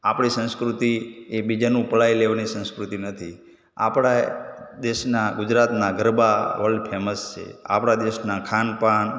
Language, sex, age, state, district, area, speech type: Gujarati, male, 30-45, Gujarat, Morbi, urban, spontaneous